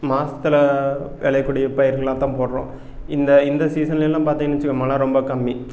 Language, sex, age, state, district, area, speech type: Tamil, male, 30-45, Tamil Nadu, Erode, rural, spontaneous